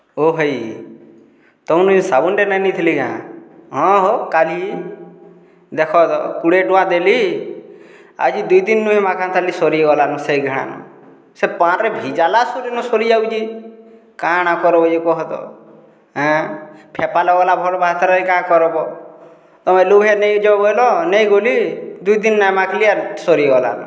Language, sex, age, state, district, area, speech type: Odia, male, 30-45, Odisha, Boudh, rural, spontaneous